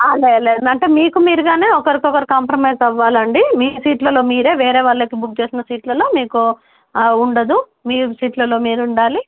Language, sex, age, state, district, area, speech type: Telugu, female, 45-60, Telangana, Nizamabad, rural, conversation